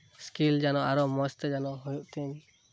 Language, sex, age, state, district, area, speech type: Santali, male, 18-30, West Bengal, Birbhum, rural, spontaneous